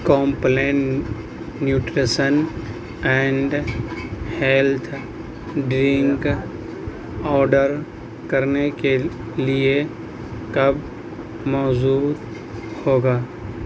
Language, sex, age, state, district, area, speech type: Urdu, male, 18-30, Bihar, Purnia, rural, read